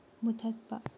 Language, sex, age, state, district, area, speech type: Manipuri, female, 18-30, Manipur, Tengnoupal, rural, read